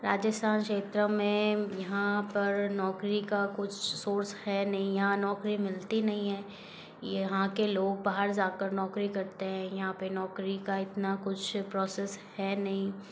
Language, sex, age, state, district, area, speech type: Hindi, female, 30-45, Rajasthan, Jodhpur, urban, spontaneous